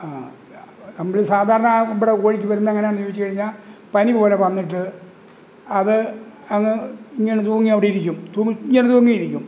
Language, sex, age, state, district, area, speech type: Malayalam, male, 60+, Kerala, Kottayam, rural, spontaneous